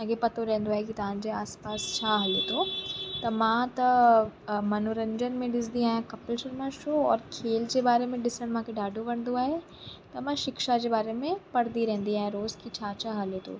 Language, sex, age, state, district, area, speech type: Sindhi, female, 18-30, Uttar Pradesh, Lucknow, rural, spontaneous